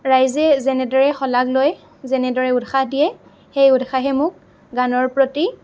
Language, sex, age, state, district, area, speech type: Assamese, female, 18-30, Assam, Lakhimpur, rural, spontaneous